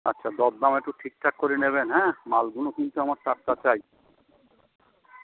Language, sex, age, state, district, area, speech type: Bengali, male, 45-60, West Bengal, Howrah, urban, conversation